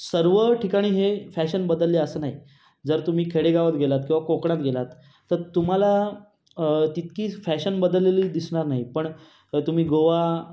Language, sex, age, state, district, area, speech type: Marathi, male, 18-30, Maharashtra, Raigad, rural, spontaneous